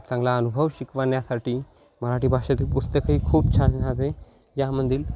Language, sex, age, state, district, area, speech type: Marathi, male, 18-30, Maharashtra, Hingoli, urban, spontaneous